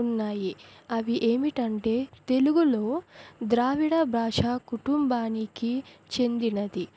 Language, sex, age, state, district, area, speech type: Telugu, female, 18-30, Andhra Pradesh, Sri Satya Sai, urban, spontaneous